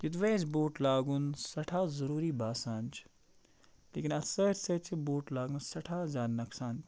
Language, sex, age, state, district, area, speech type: Kashmiri, male, 45-60, Jammu and Kashmir, Baramulla, rural, spontaneous